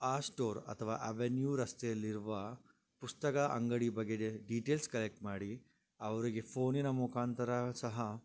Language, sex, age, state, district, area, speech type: Kannada, male, 30-45, Karnataka, Shimoga, rural, spontaneous